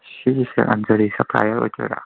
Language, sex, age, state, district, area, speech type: Manipuri, male, 18-30, Manipur, Kangpokpi, urban, conversation